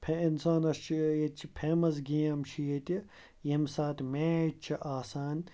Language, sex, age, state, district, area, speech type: Kashmiri, male, 30-45, Jammu and Kashmir, Srinagar, urban, spontaneous